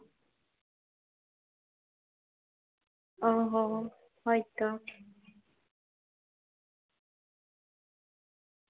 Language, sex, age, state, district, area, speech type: Santali, female, 18-30, Jharkhand, Seraikela Kharsawan, rural, conversation